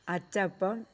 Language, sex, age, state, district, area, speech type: Malayalam, female, 60+, Kerala, Wayanad, rural, spontaneous